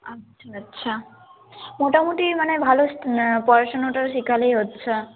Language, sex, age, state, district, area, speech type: Bengali, female, 18-30, West Bengal, North 24 Parganas, rural, conversation